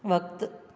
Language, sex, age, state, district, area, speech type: Sindhi, other, 60+, Maharashtra, Thane, urban, read